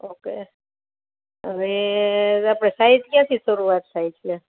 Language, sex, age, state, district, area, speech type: Gujarati, female, 45-60, Gujarat, Junagadh, rural, conversation